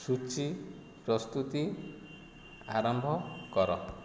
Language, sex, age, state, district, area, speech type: Odia, male, 45-60, Odisha, Jajpur, rural, read